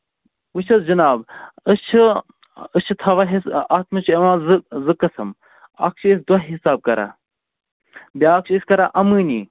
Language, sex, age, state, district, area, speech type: Kashmiri, male, 30-45, Jammu and Kashmir, Kupwara, rural, conversation